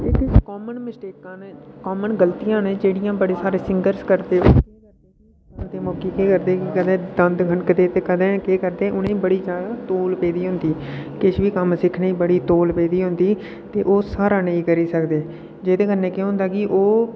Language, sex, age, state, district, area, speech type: Dogri, male, 18-30, Jammu and Kashmir, Udhampur, rural, spontaneous